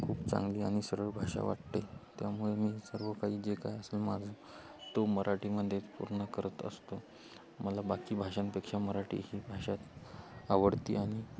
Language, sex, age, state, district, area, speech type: Marathi, male, 18-30, Maharashtra, Hingoli, urban, spontaneous